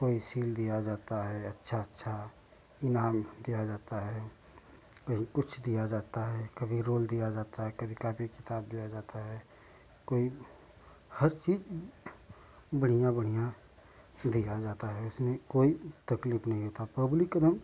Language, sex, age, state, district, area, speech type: Hindi, male, 45-60, Uttar Pradesh, Ghazipur, rural, spontaneous